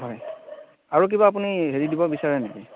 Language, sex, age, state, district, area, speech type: Assamese, male, 30-45, Assam, Darrang, rural, conversation